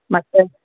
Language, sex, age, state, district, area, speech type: Kannada, female, 60+, Karnataka, Udupi, rural, conversation